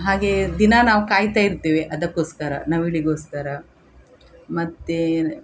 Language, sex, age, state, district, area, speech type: Kannada, female, 60+, Karnataka, Udupi, rural, spontaneous